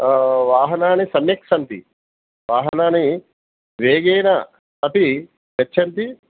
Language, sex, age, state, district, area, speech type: Sanskrit, male, 30-45, Telangana, Hyderabad, urban, conversation